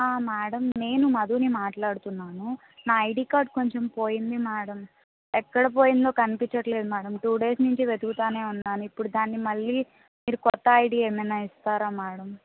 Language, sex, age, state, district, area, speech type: Telugu, female, 30-45, Andhra Pradesh, Guntur, urban, conversation